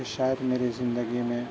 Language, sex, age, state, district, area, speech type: Urdu, male, 30-45, Uttar Pradesh, Gautam Buddha Nagar, urban, spontaneous